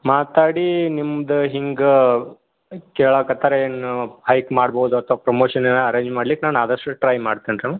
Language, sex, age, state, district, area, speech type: Kannada, male, 18-30, Karnataka, Dharwad, urban, conversation